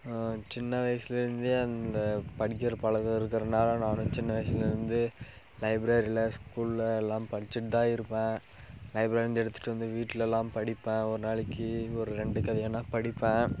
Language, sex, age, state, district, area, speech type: Tamil, male, 18-30, Tamil Nadu, Dharmapuri, rural, spontaneous